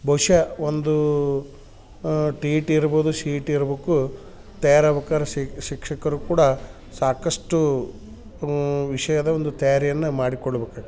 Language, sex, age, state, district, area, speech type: Kannada, male, 45-60, Karnataka, Dharwad, rural, spontaneous